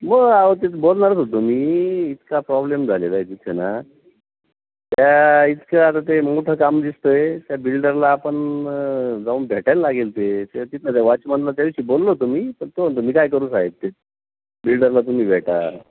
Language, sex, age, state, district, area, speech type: Marathi, male, 45-60, Maharashtra, Nashik, urban, conversation